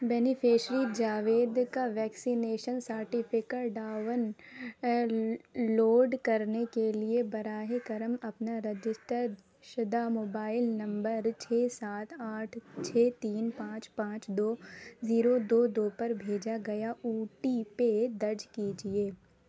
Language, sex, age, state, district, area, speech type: Urdu, female, 30-45, Uttar Pradesh, Lucknow, rural, read